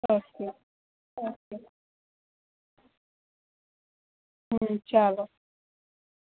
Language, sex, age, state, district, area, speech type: Gujarati, female, 18-30, Gujarat, Valsad, rural, conversation